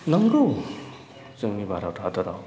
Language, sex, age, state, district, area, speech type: Bodo, male, 45-60, Assam, Chirang, urban, spontaneous